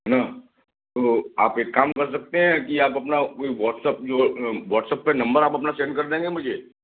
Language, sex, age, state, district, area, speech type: Hindi, male, 30-45, Madhya Pradesh, Gwalior, rural, conversation